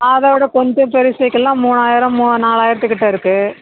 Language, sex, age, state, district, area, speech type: Tamil, female, 60+, Tamil Nadu, Kallakurichi, rural, conversation